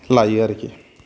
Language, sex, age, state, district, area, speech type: Bodo, male, 18-30, Assam, Kokrajhar, urban, spontaneous